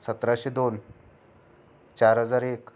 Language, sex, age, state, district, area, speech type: Marathi, male, 30-45, Maharashtra, Amravati, urban, spontaneous